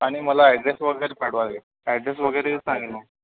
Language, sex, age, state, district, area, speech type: Marathi, male, 45-60, Maharashtra, Yavatmal, urban, conversation